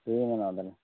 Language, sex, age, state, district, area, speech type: Santali, male, 30-45, West Bengal, Bankura, rural, conversation